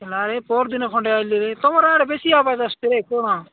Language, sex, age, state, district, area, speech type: Odia, male, 45-60, Odisha, Nabarangpur, rural, conversation